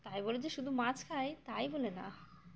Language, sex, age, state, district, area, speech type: Bengali, female, 18-30, West Bengal, Dakshin Dinajpur, urban, spontaneous